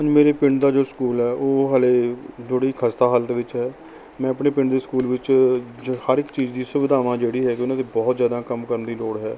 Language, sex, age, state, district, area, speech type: Punjabi, male, 30-45, Punjab, Mohali, rural, spontaneous